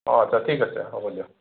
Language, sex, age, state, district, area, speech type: Assamese, male, 18-30, Assam, Morigaon, rural, conversation